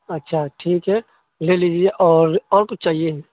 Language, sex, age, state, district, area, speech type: Urdu, male, 30-45, Bihar, Khagaria, rural, conversation